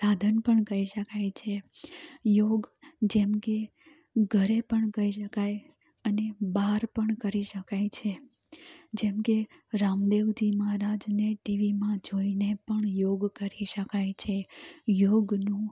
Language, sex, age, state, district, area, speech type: Gujarati, female, 30-45, Gujarat, Amreli, rural, spontaneous